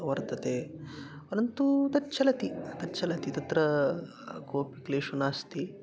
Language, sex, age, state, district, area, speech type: Sanskrit, male, 18-30, Maharashtra, Aurangabad, urban, spontaneous